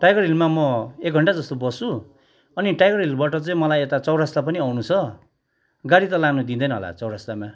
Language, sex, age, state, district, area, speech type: Nepali, male, 30-45, West Bengal, Kalimpong, rural, spontaneous